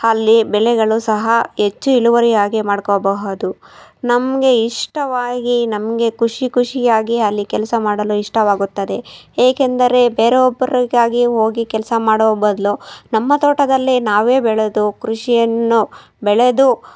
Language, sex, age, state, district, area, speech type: Kannada, female, 18-30, Karnataka, Chikkaballapur, rural, spontaneous